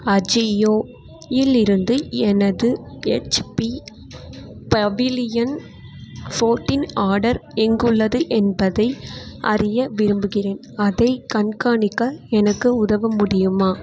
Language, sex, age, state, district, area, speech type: Tamil, female, 18-30, Tamil Nadu, Chengalpattu, urban, read